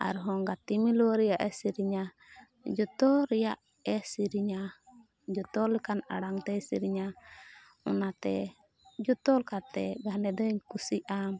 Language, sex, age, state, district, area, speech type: Santali, female, 30-45, Jharkhand, Pakur, rural, spontaneous